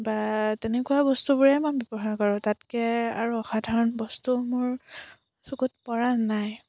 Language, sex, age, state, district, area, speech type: Assamese, female, 18-30, Assam, Biswanath, rural, spontaneous